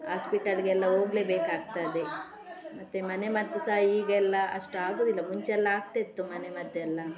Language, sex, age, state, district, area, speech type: Kannada, female, 45-60, Karnataka, Udupi, rural, spontaneous